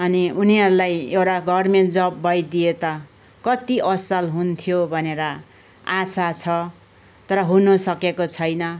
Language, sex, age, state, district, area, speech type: Nepali, female, 60+, West Bengal, Kalimpong, rural, spontaneous